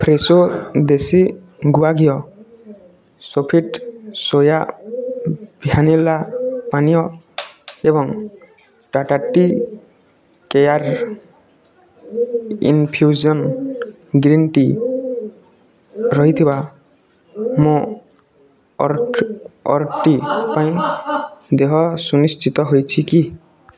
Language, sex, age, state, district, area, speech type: Odia, male, 18-30, Odisha, Bargarh, rural, read